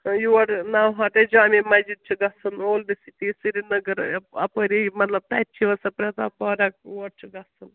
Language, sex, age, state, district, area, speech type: Kashmiri, female, 30-45, Jammu and Kashmir, Srinagar, rural, conversation